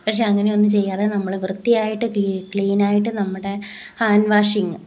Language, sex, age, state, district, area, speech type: Malayalam, female, 45-60, Kerala, Kottayam, rural, spontaneous